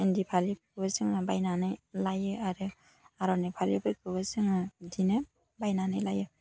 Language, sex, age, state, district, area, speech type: Bodo, female, 30-45, Assam, Baksa, rural, spontaneous